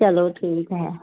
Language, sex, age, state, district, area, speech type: Hindi, female, 60+, Uttar Pradesh, Sitapur, rural, conversation